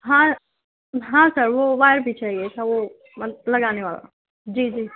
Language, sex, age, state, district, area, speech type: Urdu, female, 18-30, Uttar Pradesh, Balrampur, rural, conversation